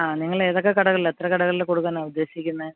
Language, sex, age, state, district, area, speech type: Malayalam, female, 60+, Kerala, Alappuzha, rural, conversation